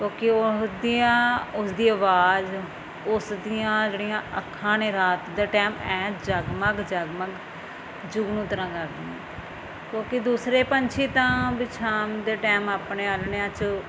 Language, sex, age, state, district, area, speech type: Punjabi, female, 30-45, Punjab, Firozpur, rural, spontaneous